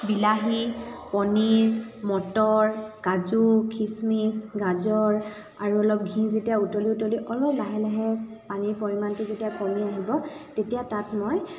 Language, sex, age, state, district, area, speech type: Assamese, female, 30-45, Assam, Dibrugarh, rural, spontaneous